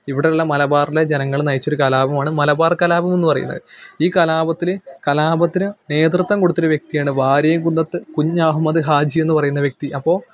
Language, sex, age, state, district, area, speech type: Malayalam, male, 18-30, Kerala, Malappuram, rural, spontaneous